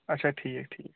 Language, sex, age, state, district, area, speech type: Kashmiri, male, 18-30, Jammu and Kashmir, Kulgam, urban, conversation